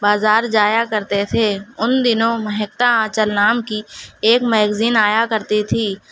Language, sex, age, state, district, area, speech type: Urdu, female, 30-45, Uttar Pradesh, Shahjahanpur, urban, spontaneous